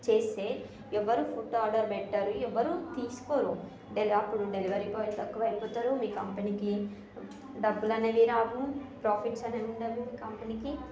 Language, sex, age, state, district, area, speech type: Telugu, female, 18-30, Telangana, Hyderabad, urban, spontaneous